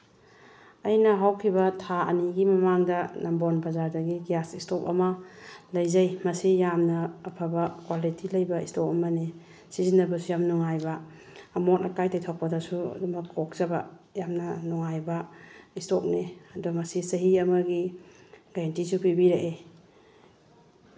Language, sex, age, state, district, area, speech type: Manipuri, female, 45-60, Manipur, Bishnupur, rural, spontaneous